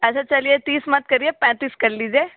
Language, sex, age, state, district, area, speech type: Hindi, female, 30-45, Uttar Pradesh, Sonbhadra, rural, conversation